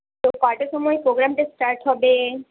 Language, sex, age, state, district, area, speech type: Bengali, female, 18-30, West Bengal, Paschim Bardhaman, urban, conversation